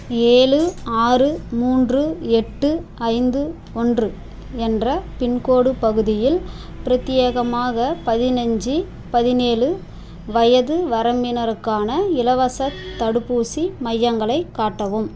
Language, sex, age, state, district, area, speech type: Tamil, female, 30-45, Tamil Nadu, Dharmapuri, rural, read